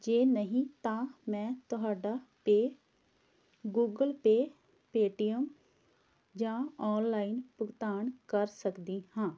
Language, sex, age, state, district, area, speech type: Punjabi, female, 18-30, Punjab, Tarn Taran, rural, spontaneous